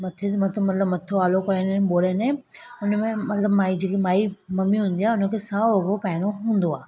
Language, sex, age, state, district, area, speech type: Sindhi, female, 18-30, Gujarat, Surat, urban, spontaneous